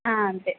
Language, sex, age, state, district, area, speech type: Telugu, female, 18-30, Andhra Pradesh, Sri Satya Sai, urban, conversation